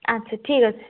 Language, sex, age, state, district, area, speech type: Bengali, female, 30-45, West Bengal, Jalpaiguri, rural, conversation